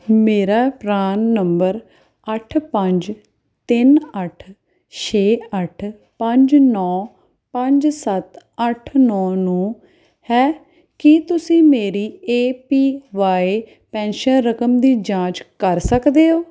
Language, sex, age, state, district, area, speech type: Punjabi, female, 30-45, Punjab, Tarn Taran, urban, read